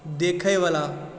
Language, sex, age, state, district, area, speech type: Maithili, male, 30-45, Bihar, Supaul, urban, read